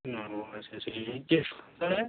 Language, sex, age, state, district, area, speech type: Bengali, male, 45-60, West Bengal, Purba Medinipur, rural, conversation